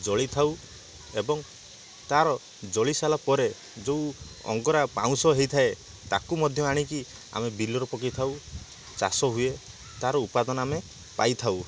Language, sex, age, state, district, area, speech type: Odia, male, 30-45, Odisha, Balasore, rural, spontaneous